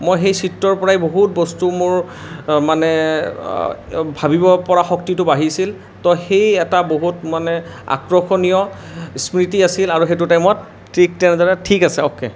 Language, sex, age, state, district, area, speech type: Assamese, male, 18-30, Assam, Nalbari, rural, spontaneous